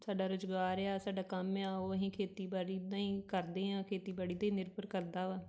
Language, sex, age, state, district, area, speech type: Punjabi, female, 30-45, Punjab, Tarn Taran, rural, spontaneous